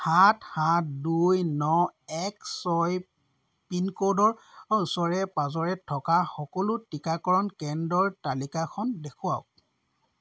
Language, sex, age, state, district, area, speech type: Assamese, male, 30-45, Assam, Sivasagar, rural, read